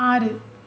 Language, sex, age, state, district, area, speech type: Tamil, female, 18-30, Tamil Nadu, Tiruvarur, urban, read